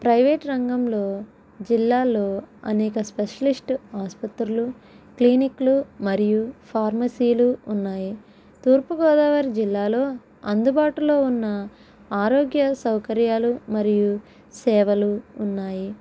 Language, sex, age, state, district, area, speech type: Telugu, female, 30-45, Andhra Pradesh, East Godavari, rural, spontaneous